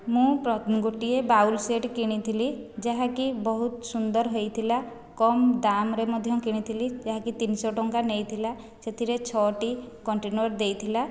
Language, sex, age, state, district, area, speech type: Odia, female, 45-60, Odisha, Khordha, rural, spontaneous